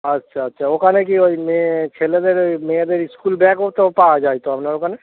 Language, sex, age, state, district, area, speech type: Bengali, male, 30-45, West Bengal, Darjeeling, urban, conversation